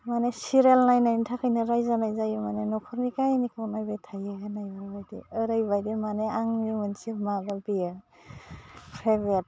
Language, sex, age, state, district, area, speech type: Bodo, female, 30-45, Assam, Udalguri, urban, spontaneous